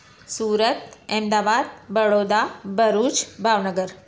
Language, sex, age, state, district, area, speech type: Sindhi, female, 45-60, Gujarat, Surat, urban, spontaneous